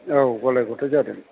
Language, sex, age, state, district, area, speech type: Bodo, male, 45-60, Assam, Chirang, urban, conversation